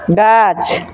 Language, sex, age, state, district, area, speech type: Maithili, female, 45-60, Bihar, Madhepura, rural, read